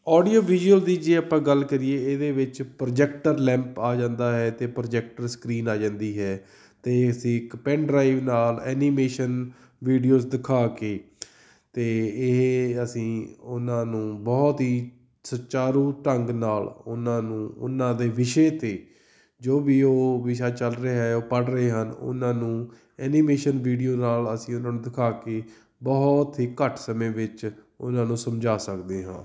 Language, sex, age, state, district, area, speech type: Punjabi, male, 30-45, Punjab, Fatehgarh Sahib, urban, spontaneous